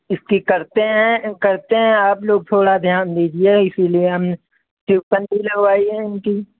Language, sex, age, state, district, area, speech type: Hindi, male, 30-45, Uttar Pradesh, Sitapur, rural, conversation